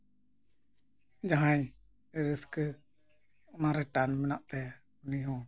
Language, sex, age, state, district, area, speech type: Santali, male, 45-60, West Bengal, Jhargram, rural, spontaneous